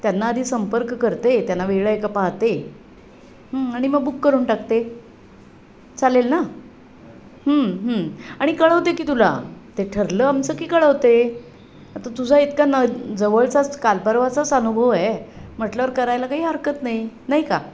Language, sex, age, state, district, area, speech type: Marathi, female, 60+, Maharashtra, Sangli, urban, spontaneous